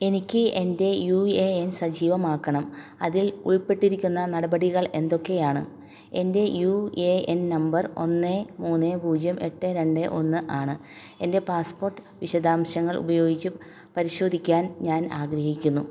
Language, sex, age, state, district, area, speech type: Malayalam, female, 45-60, Kerala, Kottayam, rural, read